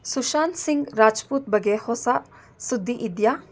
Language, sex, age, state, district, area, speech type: Kannada, female, 45-60, Karnataka, Mysore, rural, read